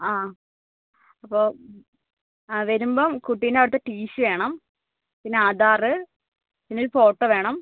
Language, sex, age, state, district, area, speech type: Malayalam, female, 45-60, Kerala, Kozhikode, urban, conversation